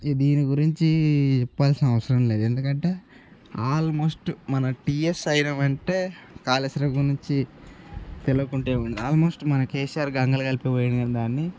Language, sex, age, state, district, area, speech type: Telugu, male, 18-30, Telangana, Nirmal, rural, spontaneous